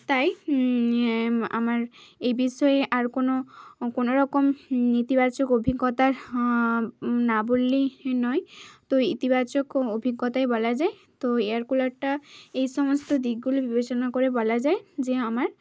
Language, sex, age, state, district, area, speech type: Bengali, female, 30-45, West Bengal, Bankura, urban, spontaneous